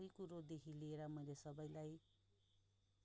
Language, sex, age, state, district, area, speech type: Nepali, female, 30-45, West Bengal, Darjeeling, rural, spontaneous